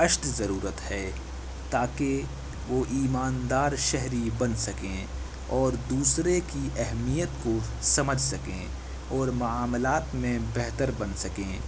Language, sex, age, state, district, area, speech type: Urdu, male, 18-30, Delhi, South Delhi, urban, spontaneous